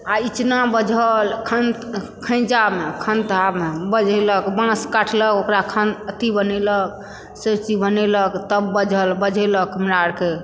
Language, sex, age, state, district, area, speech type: Maithili, female, 60+, Bihar, Supaul, rural, spontaneous